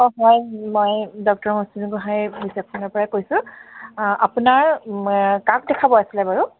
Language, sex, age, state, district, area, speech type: Assamese, female, 30-45, Assam, Dibrugarh, rural, conversation